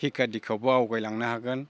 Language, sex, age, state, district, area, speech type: Bodo, male, 60+, Assam, Udalguri, rural, spontaneous